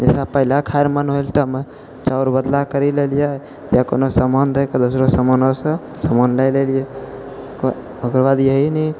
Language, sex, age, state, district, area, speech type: Maithili, male, 45-60, Bihar, Purnia, rural, spontaneous